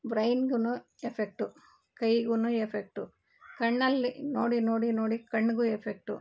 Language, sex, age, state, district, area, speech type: Kannada, female, 30-45, Karnataka, Bangalore Urban, urban, spontaneous